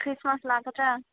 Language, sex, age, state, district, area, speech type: Manipuri, female, 18-30, Manipur, Senapati, urban, conversation